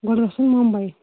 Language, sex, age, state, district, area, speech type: Kashmiri, female, 18-30, Jammu and Kashmir, Pulwama, urban, conversation